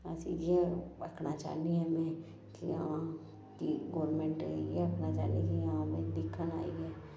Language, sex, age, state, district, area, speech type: Dogri, female, 30-45, Jammu and Kashmir, Reasi, rural, spontaneous